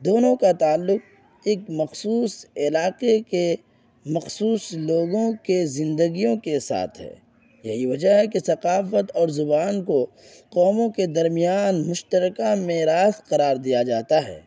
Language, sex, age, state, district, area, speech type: Urdu, male, 18-30, Bihar, Purnia, rural, spontaneous